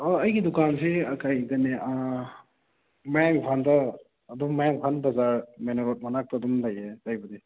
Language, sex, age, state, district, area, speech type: Manipuri, male, 30-45, Manipur, Thoubal, rural, conversation